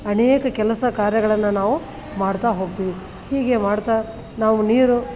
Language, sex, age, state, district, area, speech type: Kannada, female, 60+, Karnataka, Koppal, rural, spontaneous